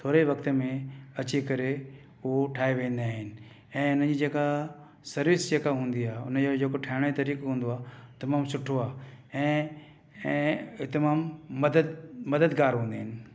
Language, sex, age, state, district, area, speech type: Sindhi, male, 60+, Maharashtra, Mumbai City, urban, spontaneous